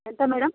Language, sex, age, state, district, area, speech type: Telugu, female, 45-60, Telangana, Jagtial, rural, conversation